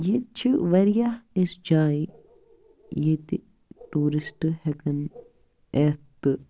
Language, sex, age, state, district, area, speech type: Kashmiri, male, 45-60, Jammu and Kashmir, Baramulla, rural, spontaneous